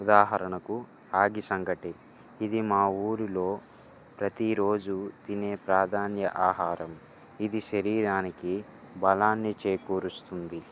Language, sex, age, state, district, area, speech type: Telugu, male, 18-30, Andhra Pradesh, Guntur, urban, spontaneous